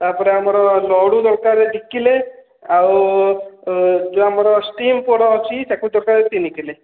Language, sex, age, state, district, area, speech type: Odia, male, 30-45, Odisha, Khordha, rural, conversation